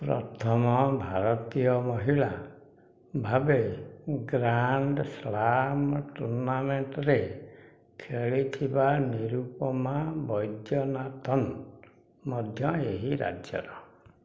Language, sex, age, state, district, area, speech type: Odia, male, 60+, Odisha, Dhenkanal, rural, read